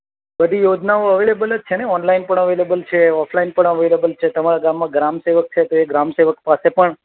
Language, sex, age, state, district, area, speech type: Gujarati, male, 30-45, Gujarat, Narmada, rural, conversation